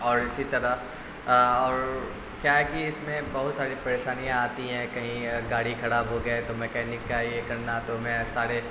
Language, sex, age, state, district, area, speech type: Urdu, male, 18-30, Bihar, Darbhanga, urban, spontaneous